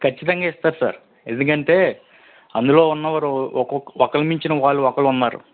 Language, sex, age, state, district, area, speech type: Telugu, male, 18-30, Andhra Pradesh, East Godavari, rural, conversation